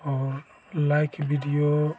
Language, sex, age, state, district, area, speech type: Hindi, male, 45-60, Bihar, Vaishali, urban, spontaneous